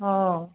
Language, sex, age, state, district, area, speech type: Odia, female, 60+, Odisha, Balasore, rural, conversation